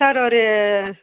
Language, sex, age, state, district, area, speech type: Tamil, female, 60+, Tamil Nadu, Nilgiris, rural, conversation